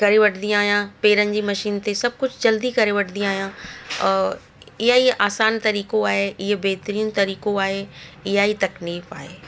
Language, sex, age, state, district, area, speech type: Sindhi, female, 45-60, Delhi, South Delhi, urban, spontaneous